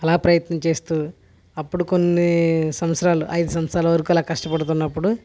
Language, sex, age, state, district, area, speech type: Telugu, male, 30-45, Andhra Pradesh, West Godavari, rural, spontaneous